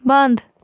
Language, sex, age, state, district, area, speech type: Kashmiri, female, 18-30, Jammu and Kashmir, Pulwama, rural, read